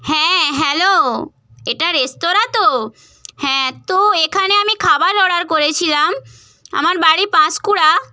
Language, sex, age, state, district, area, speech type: Bengali, female, 30-45, West Bengal, Purba Medinipur, rural, spontaneous